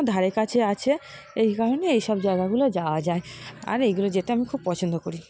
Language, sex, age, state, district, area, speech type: Bengali, female, 30-45, West Bengal, South 24 Parganas, rural, spontaneous